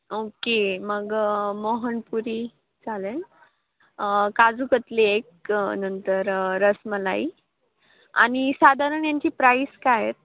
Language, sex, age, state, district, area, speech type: Marathi, female, 18-30, Maharashtra, Nashik, urban, conversation